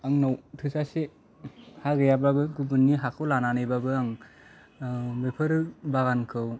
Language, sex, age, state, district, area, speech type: Bodo, male, 30-45, Assam, Kokrajhar, rural, spontaneous